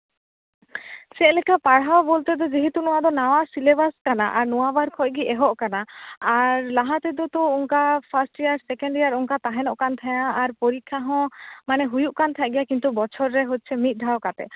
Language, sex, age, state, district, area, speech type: Santali, female, 18-30, West Bengal, Malda, rural, conversation